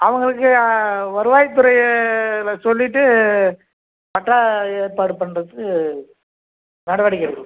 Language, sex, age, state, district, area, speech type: Tamil, male, 60+, Tamil Nadu, Krishnagiri, rural, conversation